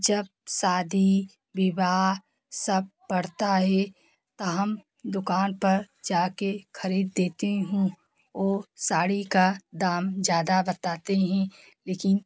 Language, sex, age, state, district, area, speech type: Hindi, female, 30-45, Uttar Pradesh, Jaunpur, rural, spontaneous